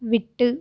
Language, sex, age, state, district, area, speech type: Tamil, female, 18-30, Tamil Nadu, Cuddalore, urban, read